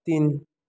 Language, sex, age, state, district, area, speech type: Nepali, male, 18-30, West Bengal, Jalpaiguri, rural, read